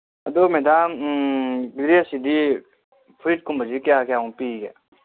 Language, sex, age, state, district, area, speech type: Manipuri, male, 30-45, Manipur, Kangpokpi, urban, conversation